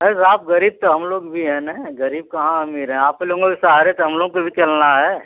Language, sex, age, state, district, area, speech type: Hindi, male, 45-60, Uttar Pradesh, Azamgarh, rural, conversation